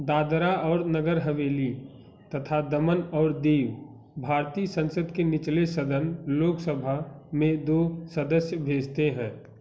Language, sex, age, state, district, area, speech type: Hindi, male, 30-45, Uttar Pradesh, Bhadohi, urban, read